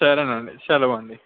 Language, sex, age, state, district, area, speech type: Telugu, male, 18-30, Andhra Pradesh, Visakhapatnam, urban, conversation